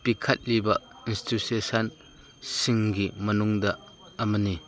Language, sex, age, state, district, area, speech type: Manipuri, male, 60+, Manipur, Chandel, rural, read